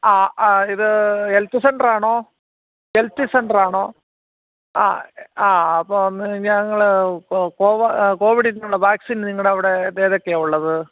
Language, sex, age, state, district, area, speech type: Malayalam, male, 30-45, Kerala, Kottayam, rural, conversation